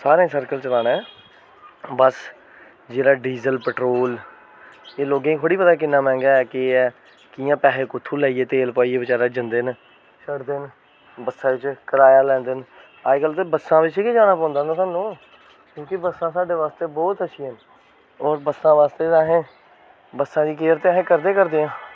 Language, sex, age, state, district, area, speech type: Dogri, male, 30-45, Jammu and Kashmir, Jammu, urban, spontaneous